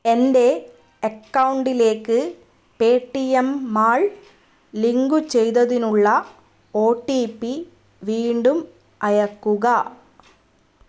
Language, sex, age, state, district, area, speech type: Malayalam, female, 30-45, Kerala, Kannur, rural, read